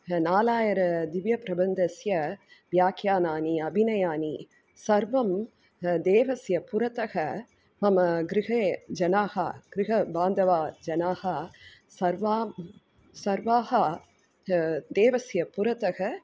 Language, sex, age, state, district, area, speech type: Sanskrit, female, 45-60, Tamil Nadu, Tiruchirappalli, urban, spontaneous